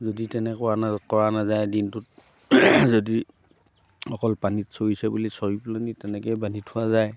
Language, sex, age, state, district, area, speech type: Assamese, male, 60+, Assam, Lakhimpur, urban, spontaneous